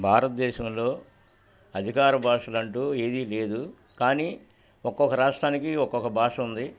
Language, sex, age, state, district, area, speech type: Telugu, male, 60+, Andhra Pradesh, Guntur, urban, spontaneous